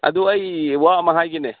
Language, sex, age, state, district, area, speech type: Manipuri, male, 30-45, Manipur, Chandel, rural, conversation